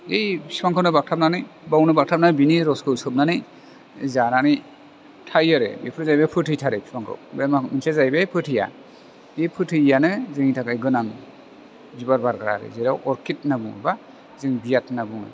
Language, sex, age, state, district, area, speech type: Bodo, male, 45-60, Assam, Chirang, rural, spontaneous